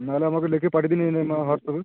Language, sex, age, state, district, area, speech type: Bengali, male, 18-30, West Bengal, Uttar Dinajpur, rural, conversation